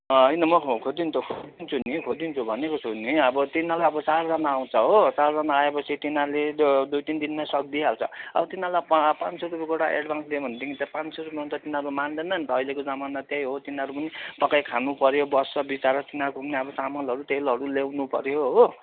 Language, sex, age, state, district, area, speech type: Nepali, male, 60+, West Bengal, Kalimpong, rural, conversation